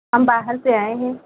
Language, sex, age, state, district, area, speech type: Hindi, female, 45-60, Uttar Pradesh, Lucknow, rural, conversation